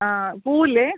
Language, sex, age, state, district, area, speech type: Malayalam, female, 30-45, Kerala, Kasaragod, rural, conversation